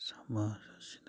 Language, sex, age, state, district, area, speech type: Manipuri, male, 30-45, Manipur, Kakching, rural, spontaneous